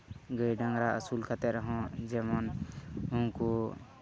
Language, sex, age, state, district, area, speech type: Santali, male, 18-30, West Bengal, Malda, rural, spontaneous